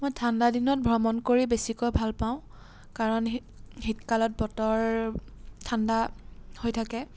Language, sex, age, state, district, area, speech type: Assamese, female, 18-30, Assam, Sivasagar, rural, spontaneous